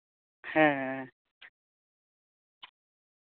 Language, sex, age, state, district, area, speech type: Santali, male, 18-30, West Bengal, Bankura, rural, conversation